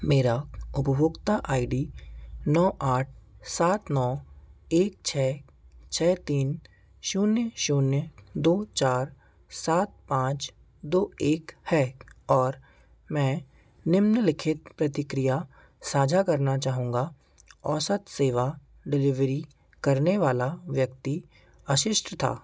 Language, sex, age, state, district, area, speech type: Hindi, male, 18-30, Madhya Pradesh, Seoni, urban, read